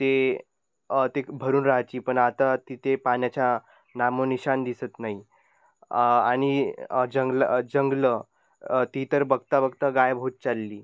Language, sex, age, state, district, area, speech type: Marathi, male, 18-30, Maharashtra, Nagpur, rural, spontaneous